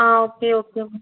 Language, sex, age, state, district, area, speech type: Tamil, female, 18-30, Tamil Nadu, Chengalpattu, urban, conversation